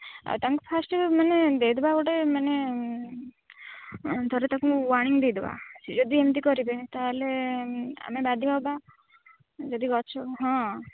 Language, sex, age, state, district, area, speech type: Odia, female, 18-30, Odisha, Jagatsinghpur, rural, conversation